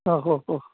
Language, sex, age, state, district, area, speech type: Malayalam, male, 30-45, Kerala, Kottayam, urban, conversation